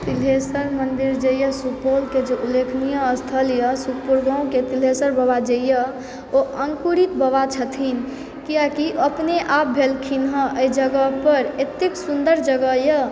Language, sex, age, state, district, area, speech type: Maithili, male, 30-45, Bihar, Supaul, rural, spontaneous